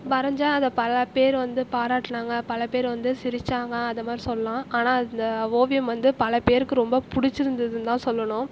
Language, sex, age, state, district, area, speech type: Tamil, female, 45-60, Tamil Nadu, Tiruvarur, rural, spontaneous